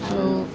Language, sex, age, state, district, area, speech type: Odia, female, 30-45, Odisha, Koraput, urban, spontaneous